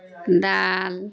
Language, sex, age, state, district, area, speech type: Urdu, female, 60+, Bihar, Darbhanga, rural, spontaneous